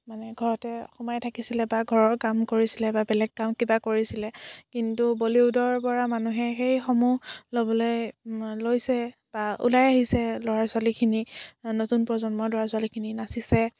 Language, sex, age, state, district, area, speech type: Assamese, female, 18-30, Assam, Biswanath, rural, spontaneous